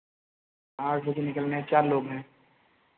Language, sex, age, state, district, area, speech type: Hindi, male, 30-45, Uttar Pradesh, Lucknow, rural, conversation